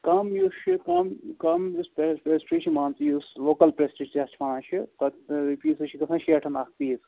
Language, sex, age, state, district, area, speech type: Kashmiri, male, 45-60, Jammu and Kashmir, Budgam, rural, conversation